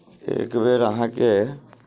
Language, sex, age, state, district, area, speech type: Maithili, male, 30-45, Bihar, Muzaffarpur, urban, spontaneous